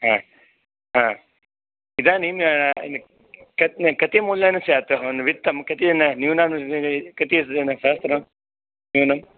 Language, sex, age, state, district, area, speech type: Sanskrit, male, 30-45, Karnataka, Raichur, rural, conversation